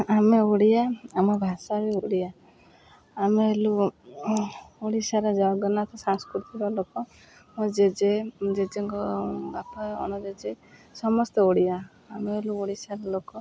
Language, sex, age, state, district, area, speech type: Odia, female, 30-45, Odisha, Jagatsinghpur, rural, spontaneous